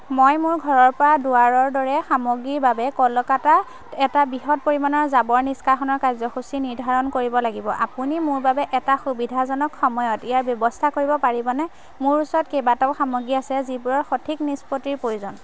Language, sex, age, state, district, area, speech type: Assamese, female, 18-30, Assam, Majuli, urban, read